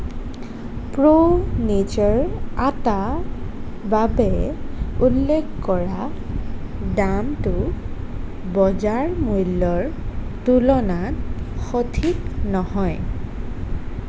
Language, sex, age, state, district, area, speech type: Assamese, female, 18-30, Assam, Nagaon, rural, read